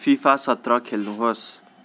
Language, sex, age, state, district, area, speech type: Nepali, male, 18-30, West Bengal, Darjeeling, rural, read